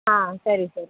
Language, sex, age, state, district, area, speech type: Kannada, female, 18-30, Karnataka, Dakshina Kannada, rural, conversation